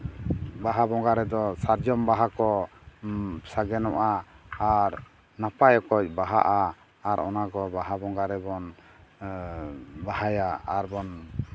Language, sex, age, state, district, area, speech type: Santali, male, 45-60, Jharkhand, East Singhbhum, rural, spontaneous